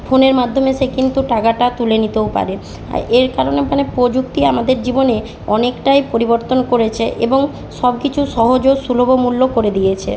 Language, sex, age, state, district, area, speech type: Bengali, female, 18-30, West Bengal, Jhargram, rural, spontaneous